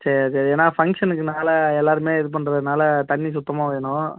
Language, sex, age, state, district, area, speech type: Tamil, male, 30-45, Tamil Nadu, Cuddalore, urban, conversation